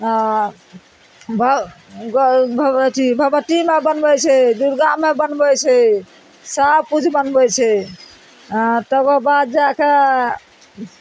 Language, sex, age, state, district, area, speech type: Maithili, female, 60+, Bihar, Araria, rural, spontaneous